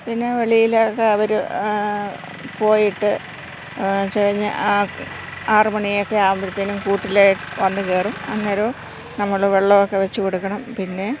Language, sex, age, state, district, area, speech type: Malayalam, female, 60+, Kerala, Thiruvananthapuram, urban, spontaneous